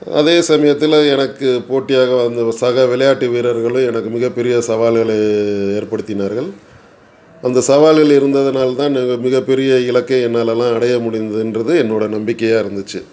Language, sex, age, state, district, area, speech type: Tamil, male, 60+, Tamil Nadu, Tiruchirappalli, urban, spontaneous